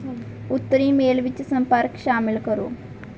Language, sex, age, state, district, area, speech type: Punjabi, female, 18-30, Punjab, Mansa, rural, read